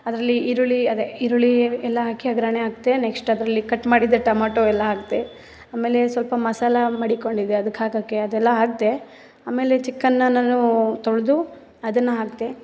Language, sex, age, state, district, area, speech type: Kannada, female, 18-30, Karnataka, Mysore, rural, spontaneous